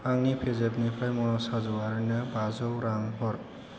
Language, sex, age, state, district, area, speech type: Bodo, male, 18-30, Assam, Chirang, rural, read